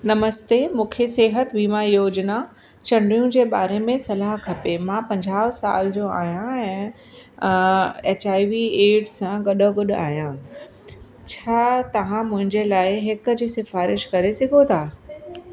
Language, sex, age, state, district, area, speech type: Sindhi, female, 30-45, Uttar Pradesh, Lucknow, urban, read